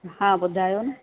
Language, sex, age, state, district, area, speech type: Sindhi, female, 45-60, Gujarat, Surat, urban, conversation